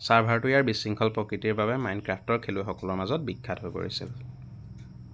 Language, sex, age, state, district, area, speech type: Assamese, male, 18-30, Assam, Jorhat, urban, read